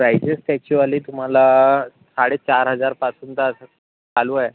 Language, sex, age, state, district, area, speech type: Marathi, male, 30-45, Maharashtra, Nagpur, rural, conversation